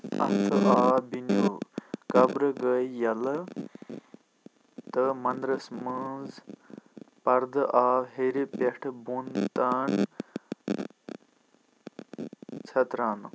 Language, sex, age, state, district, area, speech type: Kashmiri, male, 18-30, Jammu and Kashmir, Bandipora, rural, read